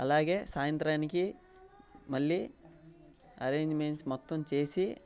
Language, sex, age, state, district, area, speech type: Telugu, male, 18-30, Andhra Pradesh, Bapatla, rural, spontaneous